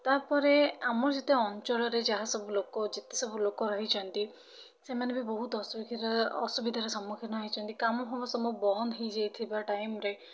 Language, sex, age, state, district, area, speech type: Odia, female, 30-45, Odisha, Bhadrak, rural, spontaneous